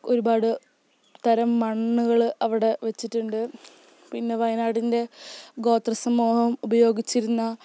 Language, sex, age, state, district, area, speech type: Malayalam, female, 18-30, Kerala, Wayanad, rural, spontaneous